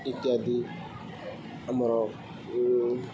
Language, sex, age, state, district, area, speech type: Odia, male, 18-30, Odisha, Sundergarh, urban, spontaneous